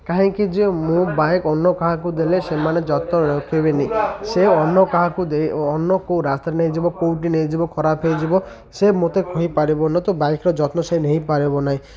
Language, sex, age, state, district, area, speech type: Odia, male, 30-45, Odisha, Malkangiri, urban, spontaneous